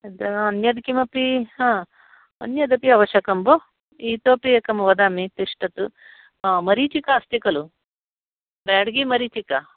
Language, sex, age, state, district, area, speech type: Sanskrit, female, 60+, Karnataka, Uttara Kannada, urban, conversation